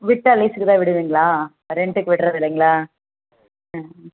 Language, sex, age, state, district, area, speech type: Tamil, male, 18-30, Tamil Nadu, Krishnagiri, rural, conversation